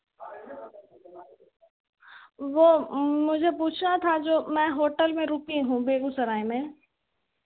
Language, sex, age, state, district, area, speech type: Hindi, female, 18-30, Bihar, Begusarai, urban, conversation